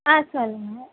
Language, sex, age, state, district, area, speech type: Tamil, female, 18-30, Tamil Nadu, Tiruchirappalli, rural, conversation